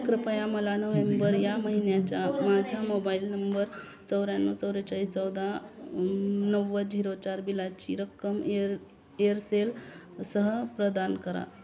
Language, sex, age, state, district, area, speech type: Marathi, female, 18-30, Maharashtra, Beed, rural, read